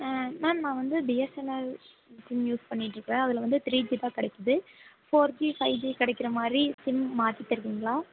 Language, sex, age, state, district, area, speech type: Tamil, female, 18-30, Tamil Nadu, Nilgiris, rural, conversation